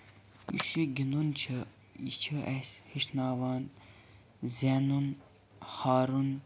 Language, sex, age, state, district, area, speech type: Kashmiri, male, 30-45, Jammu and Kashmir, Kupwara, rural, spontaneous